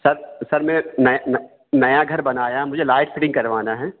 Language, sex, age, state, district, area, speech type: Hindi, male, 45-60, Madhya Pradesh, Hoshangabad, urban, conversation